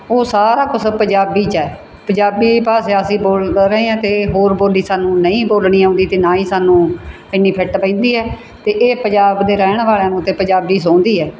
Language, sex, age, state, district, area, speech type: Punjabi, female, 60+, Punjab, Bathinda, rural, spontaneous